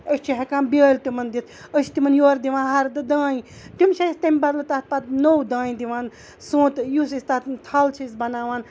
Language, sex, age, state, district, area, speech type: Kashmiri, female, 30-45, Jammu and Kashmir, Ganderbal, rural, spontaneous